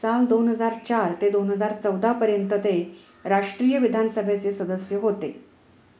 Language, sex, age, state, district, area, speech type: Marathi, female, 30-45, Maharashtra, Sangli, urban, read